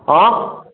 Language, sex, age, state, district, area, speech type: Malayalam, male, 60+, Kerala, Kottayam, rural, conversation